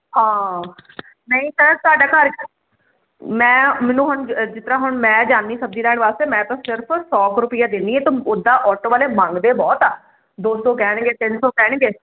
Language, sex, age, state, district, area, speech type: Punjabi, female, 30-45, Punjab, Kapurthala, urban, conversation